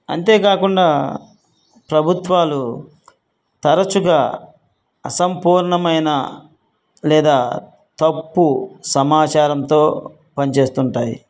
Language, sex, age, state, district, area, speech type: Telugu, male, 45-60, Andhra Pradesh, Guntur, rural, spontaneous